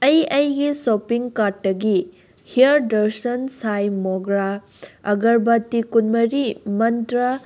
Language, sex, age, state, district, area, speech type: Manipuri, female, 18-30, Manipur, Kakching, rural, read